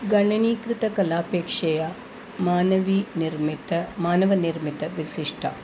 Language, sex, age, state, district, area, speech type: Sanskrit, female, 45-60, Tamil Nadu, Thanjavur, urban, spontaneous